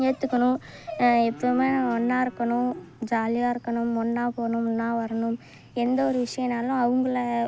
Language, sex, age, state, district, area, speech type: Tamil, female, 18-30, Tamil Nadu, Kallakurichi, rural, spontaneous